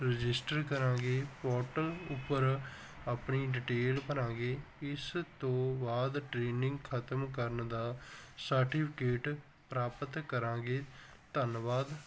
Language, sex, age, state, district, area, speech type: Punjabi, male, 18-30, Punjab, Barnala, rural, spontaneous